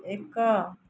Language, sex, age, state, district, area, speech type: Odia, female, 45-60, Odisha, Jagatsinghpur, rural, read